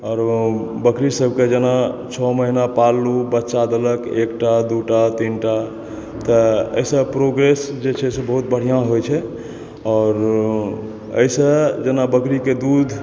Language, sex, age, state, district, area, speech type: Maithili, male, 30-45, Bihar, Supaul, rural, spontaneous